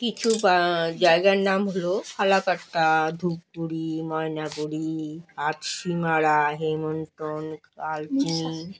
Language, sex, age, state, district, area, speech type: Bengali, female, 45-60, West Bengal, Alipurduar, rural, spontaneous